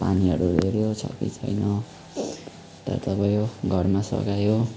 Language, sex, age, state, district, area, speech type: Nepali, male, 18-30, West Bengal, Jalpaiguri, rural, spontaneous